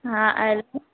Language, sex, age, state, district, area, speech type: Sindhi, female, 18-30, Gujarat, Junagadh, urban, conversation